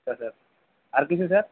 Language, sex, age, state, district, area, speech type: Bengali, male, 45-60, West Bengal, Purba Medinipur, rural, conversation